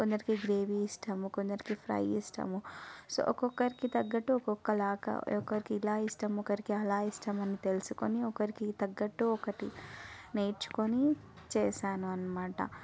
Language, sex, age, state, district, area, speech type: Telugu, female, 18-30, Telangana, Vikarabad, urban, spontaneous